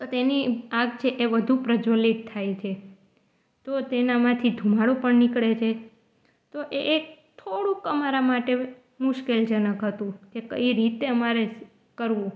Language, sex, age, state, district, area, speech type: Gujarati, female, 18-30, Gujarat, Junagadh, rural, spontaneous